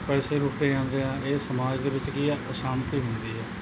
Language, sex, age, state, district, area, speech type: Punjabi, male, 45-60, Punjab, Mansa, urban, spontaneous